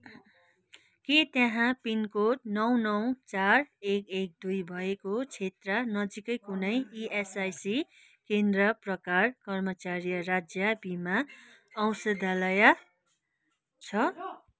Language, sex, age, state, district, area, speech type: Nepali, female, 60+, West Bengal, Kalimpong, rural, read